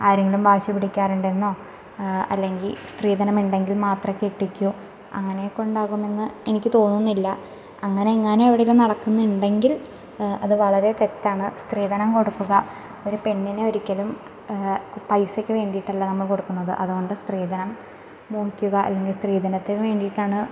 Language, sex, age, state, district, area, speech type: Malayalam, female, 18-30, Kerala, Thrissur, urban, spontaneous